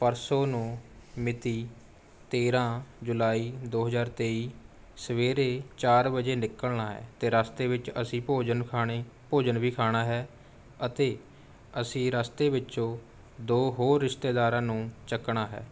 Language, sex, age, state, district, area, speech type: Punjabi, male, 18-30, Punjab, Rupnagar, urban, spontaneous